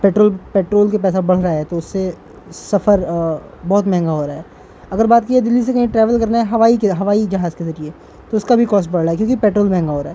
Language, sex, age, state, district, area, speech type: Urdu, male, 30-45, Delhi, North East Delhi, urban, spontaneous